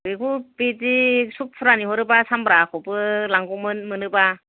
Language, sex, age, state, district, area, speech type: Bodo, female, 45-60, Assam, Kokrajhar, urban, conversation